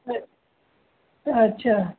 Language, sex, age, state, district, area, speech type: Dogri, female, 30-45, Jammu and Kashmir, Udhampur, urban, conversation